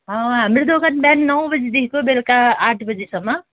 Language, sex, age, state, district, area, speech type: Nepali, female, 30-45, West Bengal, Kalimpong, rural, conversation